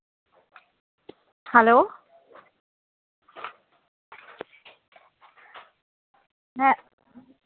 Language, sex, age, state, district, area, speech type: Santali, female, 30-45, West Bengal, Birbhum, rural, conversation